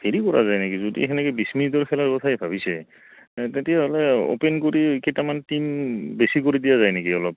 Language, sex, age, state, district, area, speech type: Assamese, male, 30-45, Assam, Goalpara, urban, conversation